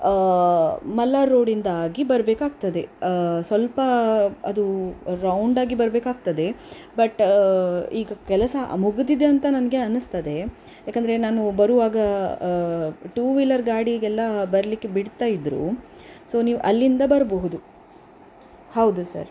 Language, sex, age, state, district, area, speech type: Kannada, female, 30-45, Karnataka, Udupi, rural, spontaneous